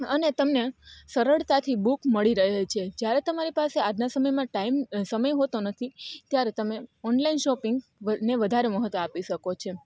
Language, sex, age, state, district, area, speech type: Gujarati, female, 30-45, Gujarat, Rajkot, rural, spontaneous